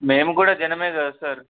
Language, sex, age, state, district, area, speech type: Telugu, male, 18-30, Telangana, Medak, rural, conversation